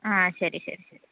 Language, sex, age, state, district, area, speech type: Malayalam, female, 30-45, Kerala, Thiruvananthapuram, urban, conversation